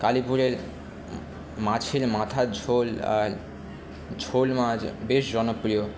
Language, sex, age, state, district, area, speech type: Bengali, male, 18-30, West Bengal, Kolkata, urban, spontaneous